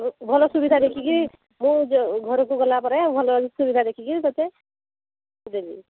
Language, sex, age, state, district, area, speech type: Odia, female, 30-45, Odisha, Sambalpur, rural, conversation